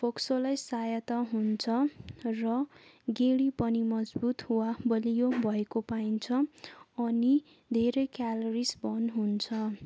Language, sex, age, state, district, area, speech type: Nepali, female, 18-30, West Bengal, Darjeeling, rural, spontaneous